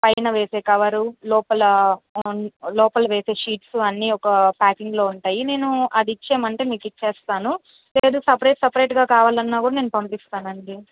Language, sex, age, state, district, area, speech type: Telugu, female, 18-30, Andhra Pradesh, Chittoor, urban, conversation